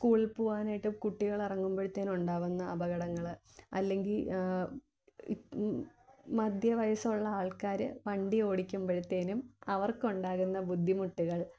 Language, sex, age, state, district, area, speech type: Malayalam, female, 18-30, Kerala, Thiruvananthapuram, urban, spontaneous